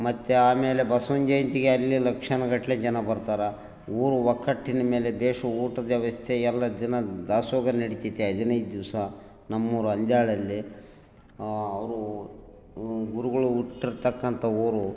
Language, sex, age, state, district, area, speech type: Kannada, male, 60+, Karnataka, Bellary, rural, spontaneous